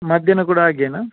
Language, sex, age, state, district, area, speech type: Kannada, male, 45-60, Karnataka, Udupi, rural, conversation